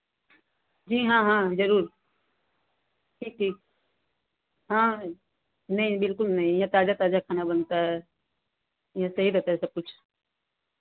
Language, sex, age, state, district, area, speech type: Hindi, female, 45-60, Uttar Pradesh, Varanasi, urban, conversation